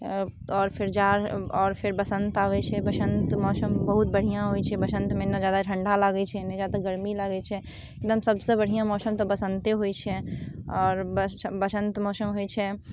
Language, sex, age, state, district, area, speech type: Maithili, female, 18-30, Bihar, Muzaffarpur, urban, spontaneous